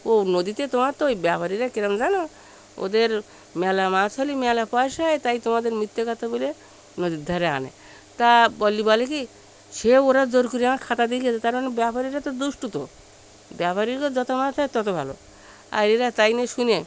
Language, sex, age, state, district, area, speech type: Bengali, female, 60+, West Bengal, Birbhum, urban, spontaneous